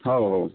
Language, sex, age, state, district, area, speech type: Odia, male, 60+, Odisha, Boudh, rural, conversation